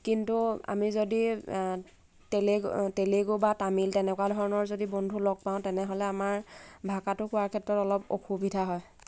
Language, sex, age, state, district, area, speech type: Assamese, female, 18-30, Assam, Lakhimpur, rural, spontaneous